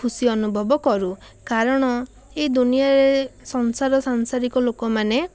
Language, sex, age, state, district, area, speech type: Odia, female, 18-30, Odisha, Puri, urban, spontaneous